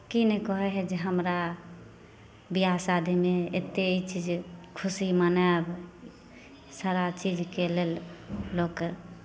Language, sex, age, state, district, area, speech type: Maithili, female, 30-45, Bihar, Samastipur, rural, spontaneous